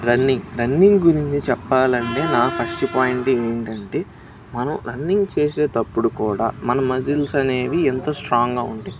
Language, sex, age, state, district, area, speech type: Telugu, male, 18-30, Andhra Pradesh, Bapatla, rural, spontaneous